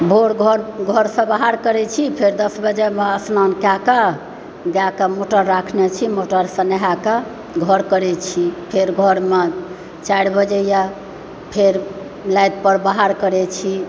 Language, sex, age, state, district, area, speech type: Maithili, female, 60+, Bihar, Supaul, rural, spontaneous